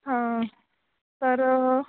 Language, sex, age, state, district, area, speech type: Marathi, female, 18-30, Maharashtra, Thane, urban, conversation